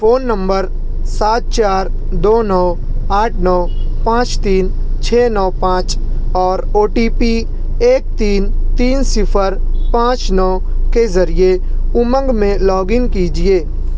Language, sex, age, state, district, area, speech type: Urdu, male, 60+, Maharashtra, Nashik, rural, read